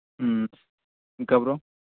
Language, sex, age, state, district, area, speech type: Telugu, male, 18-30, Telangana, Sangareddy, urban, conversation